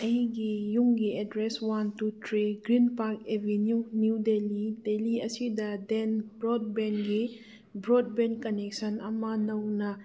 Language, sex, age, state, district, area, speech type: Manipuri, female, 45-60, Manipur, Churachandpur, rural, read